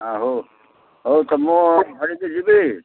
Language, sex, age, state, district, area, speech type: Odia, male, 60+, Odisha, Gajapati, rural, conversation